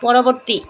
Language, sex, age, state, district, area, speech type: Odia, female, 45-60, Odisha, Malkangiri, urban, read